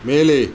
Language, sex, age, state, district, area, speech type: Tamil, male, 30-45, Tamil Nadu, Cuddalore, rural, read